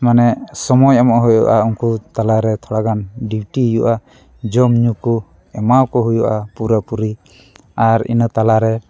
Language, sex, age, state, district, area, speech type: Santali, male, 30-45, West Bengal, Dakshin Dinajpur, rural, spontaneous